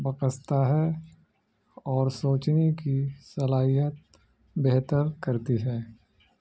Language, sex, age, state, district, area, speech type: Urdu, male, 30-45, Bihar, Gaya, urban, spontaneous